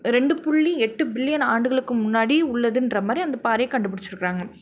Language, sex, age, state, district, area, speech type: Tamil, female, 18-30, Tamil Nadu, Madurai, urban, spontaneous